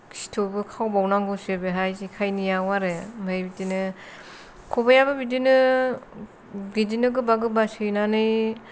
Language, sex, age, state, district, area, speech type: Bodo, female, 45-60, Assam, Kokrajhar, rural, spontaneous